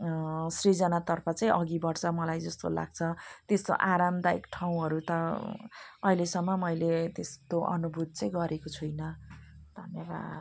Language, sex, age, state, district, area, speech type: Nepali, female, 45-60, West Bengal, Jalpaiguri, urban, spontaneous